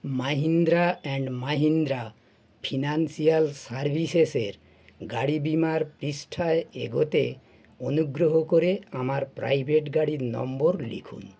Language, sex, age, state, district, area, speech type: Bengali, male, 60+, West Bengal, North 24 Parganas, urban, read